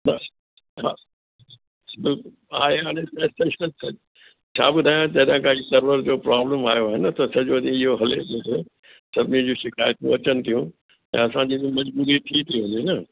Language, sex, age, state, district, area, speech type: Sindhi, male, 60+, Delhi, South Delhi, urban, conversation